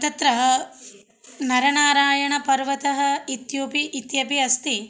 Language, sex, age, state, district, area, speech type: Sanskrit, female, 30-45, Telangana, Ranga Reddy, urban, spontaneous